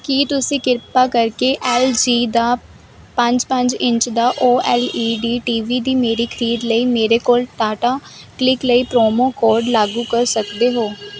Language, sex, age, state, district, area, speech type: Punjabi, female, 18-30, Punjab, Kapurthala, urban, read